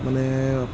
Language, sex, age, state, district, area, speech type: Assamese, male, 60+, Assam, Morigaon, rural, spontaneous